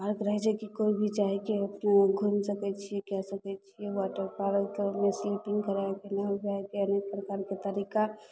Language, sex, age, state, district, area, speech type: Maithili, female, 18-30, Bihar, Begusarai, urban, spontaneous